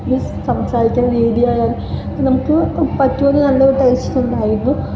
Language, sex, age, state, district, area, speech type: Malayalam, female, 18-30, Kerala, Ernakulam, rural, spontaneous